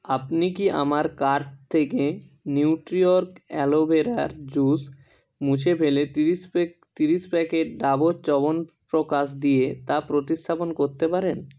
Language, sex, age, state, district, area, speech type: Bengali, male, 30-45, West Bengal, Purba Medinipur, rural, read